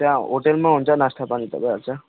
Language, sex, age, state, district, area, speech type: Nepali, male, 18-30, West Bengal, Alipurduar, rural, conversation